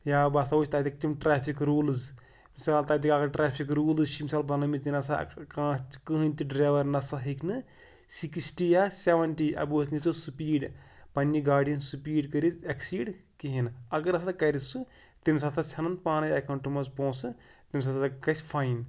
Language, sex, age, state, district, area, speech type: Kashmiri, male, 30-45, Jammu and Kashmir, Pulwama, rural, spontaneous